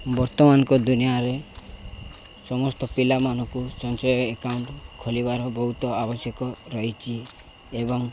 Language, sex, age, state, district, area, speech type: Odia, male, 18-30, Odisha, Nabarangpur, urban, spontaneous